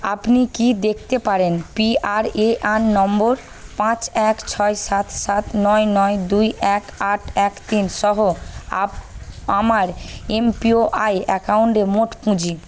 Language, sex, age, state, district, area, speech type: Bengali, female, 18-30, West Bengal, Paschim Medinipur, urban, read